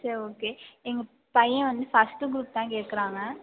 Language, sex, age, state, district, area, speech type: Tamil, female, 18-30, Tamil Nadu, Mayiladuthurai, urban, conversation